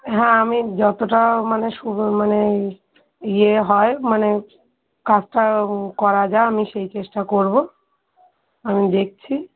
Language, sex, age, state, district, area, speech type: Bengali, female, 30-45, West Bengal, Darjeeling, urban, conversation